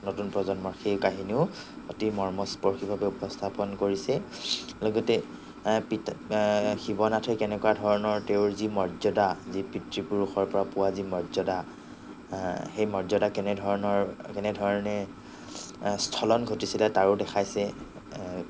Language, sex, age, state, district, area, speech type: Assamese, male, 45-60, Assam, Nagaon, rural, spontaneous